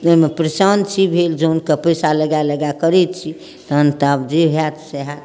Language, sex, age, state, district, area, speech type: Maithili, female, 60+, Bihar, Darbhanga, urban, spontaneous